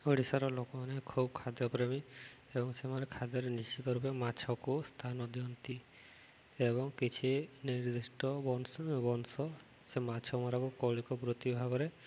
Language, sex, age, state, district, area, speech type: Odia, male, 18-30, Odisha, Subarnapur, urban, spontaneous